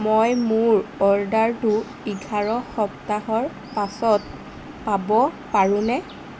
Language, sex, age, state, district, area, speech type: Assamese, female, 18-30, Assam, Golaghat, urban, read